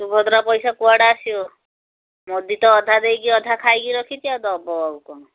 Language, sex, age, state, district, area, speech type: Odia, female, 60+, Odisha, Gajapati, rural, conversation